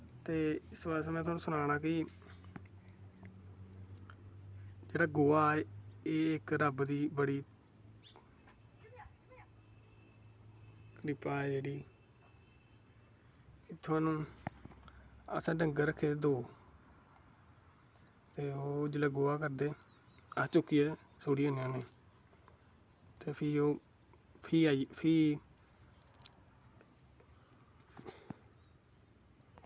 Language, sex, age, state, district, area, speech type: Dogri, male, 18-30, Jammu and Kashmir, Kathua, rural, spontaneous